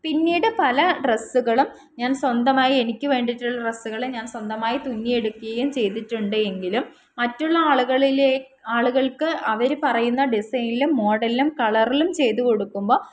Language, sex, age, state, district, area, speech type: Malayalam, female, 18-30, Kerala, Palakkad, rural, spontaneous